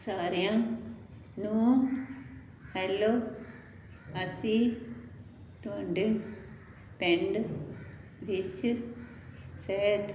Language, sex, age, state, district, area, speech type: Punjabi, female, 60+, Punjab, Fazilka, rural, read